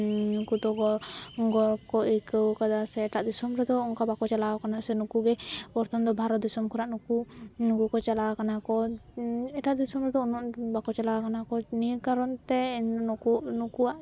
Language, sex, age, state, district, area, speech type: Santali, female, 18-30, West Bengal, Jhargram, rural, spontaneous